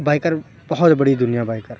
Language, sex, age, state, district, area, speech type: Urdu, male, 18-30, Uttar Pradesh, Lucknow, urban, spontaneous